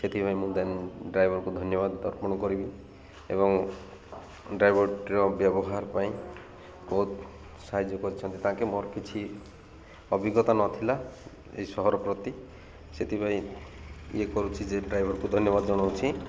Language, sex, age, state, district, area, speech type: Odia, male, 30-45, Odisha, Malkangiri, urban, spontaneous